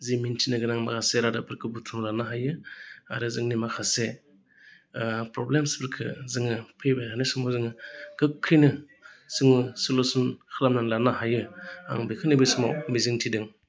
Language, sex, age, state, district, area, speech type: Bodo, male, 30-45, Assam, Udalguri, urban, spontaneous